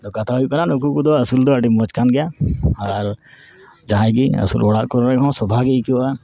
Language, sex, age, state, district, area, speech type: Santali, male, 30-45, West Bengal, Dakshin Dinajpur, rural, spontaneous